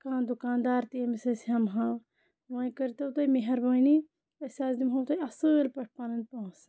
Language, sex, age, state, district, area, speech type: Kashmiri, female, 30-45, Jammu and Kashmir, Kulgam, rural, spontaneous